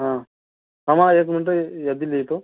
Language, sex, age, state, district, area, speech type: Marathi, male, 18-30, Maharashtra, Gondia, rural, conversation